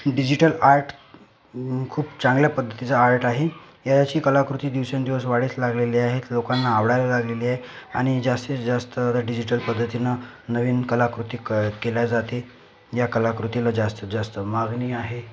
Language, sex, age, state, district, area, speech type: Marathi, male, 18-30, Maharashtra, Akola, rural, spontaneous